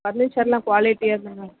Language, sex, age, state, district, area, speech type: Tamil, female, 18-30, Tamil Nadu, Chennai, urban, conversation